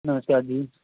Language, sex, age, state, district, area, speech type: Punjabi, male, 30-45, Punjab, Pathankot, urban, conversation